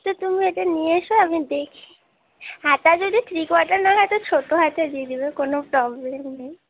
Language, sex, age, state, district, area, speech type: Bengali, female, 18-30, West Bengal, Alipurduar, rural, conversation